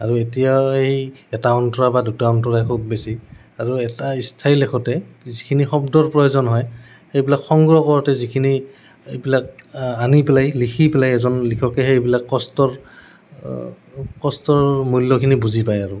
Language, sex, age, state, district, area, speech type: Assamese, male, 18-30, Assam, Goalpara, urban, spontaneous